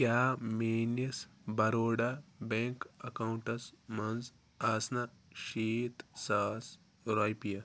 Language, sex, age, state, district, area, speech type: Kashmiri, male, 45-60, Jammu and Kashmir, Ganderbal, rural, read